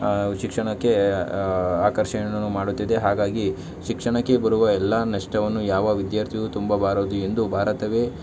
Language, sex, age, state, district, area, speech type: Kannada, male, 18-30, Karnataka, Tumkur, rural, spontaneous